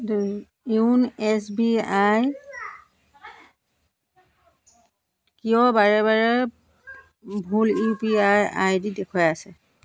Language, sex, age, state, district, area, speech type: Assamese, female, 60+, Assam, Dhemaji, rural, read